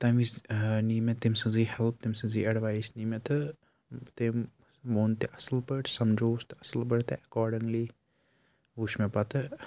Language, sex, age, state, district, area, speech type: Kashmiri, male, 18-30, Jammu and Kashmir, Srinagar, urban, spontaneous